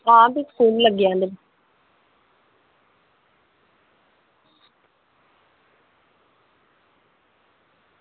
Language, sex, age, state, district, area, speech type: Dogri, female, 30-45, Jammu and Kashmir, Reasi, rural, conversation